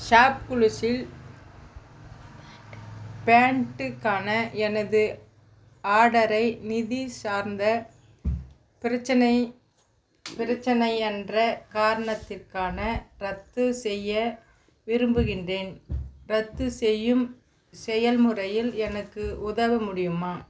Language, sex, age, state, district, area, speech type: Tamil, female, 60+, Tamil Nadu, Viluppuram, rural, read